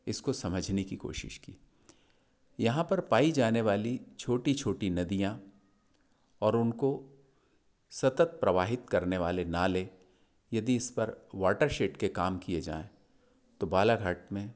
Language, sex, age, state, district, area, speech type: Hindi, male, 60+, Madhya Pradesh, Balaghat, rural, spontaneous